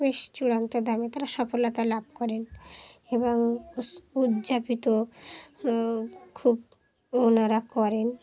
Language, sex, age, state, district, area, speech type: Bengali, female, 30-45, West Bengal, Dakshin Dinajpur, urban, spontaneous